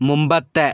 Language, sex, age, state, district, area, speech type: Malayalam, male, 30-45, Kerala, Wayanad, rural, read